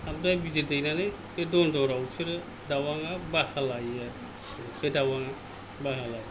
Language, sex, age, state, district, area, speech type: Bodo, male, 60+, Assam, Kokrajhar, rural, spontaneous